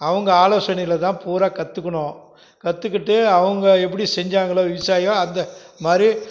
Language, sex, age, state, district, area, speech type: Tamil, male, 60+, Tamil Nadu, Krishnagiri, rural, spontaneous